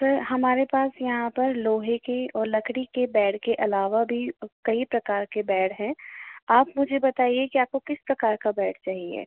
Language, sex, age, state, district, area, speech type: Hindi, female, 18-30, Rajasthan, Jaipur, urban, conversation